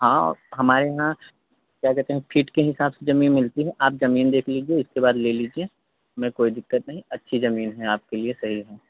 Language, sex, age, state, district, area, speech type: Hindi, male, 18-30, Uttar Pradesh, Prayagraj, urban, conversation